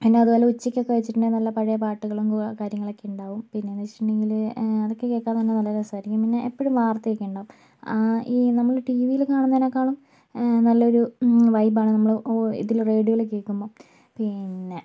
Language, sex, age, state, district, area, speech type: Malayalam, female, 45-60, Kerala, Kozhikode, urban, spontaneous